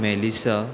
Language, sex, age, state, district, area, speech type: Goan Konkani, male, 18-30, Goa, Murmgao, rural, spontaneous